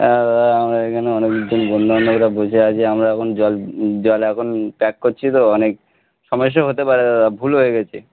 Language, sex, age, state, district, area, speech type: Bengali, male, 18-30, West Bengal, Darjeeling, urban, conversation